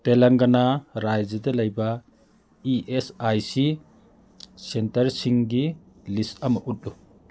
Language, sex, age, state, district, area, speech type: Manipuri, male, 45-60, Manipur, Churachandpur, urban, read